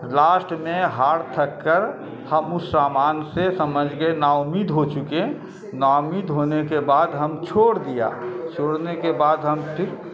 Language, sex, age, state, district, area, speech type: Urdu, male, 45-60, Bihar, Darbhanga, urban, spontaneous